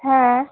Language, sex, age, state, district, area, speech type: Bengali, female, 45-60, West Bengal, Alipurduar, rural, conversation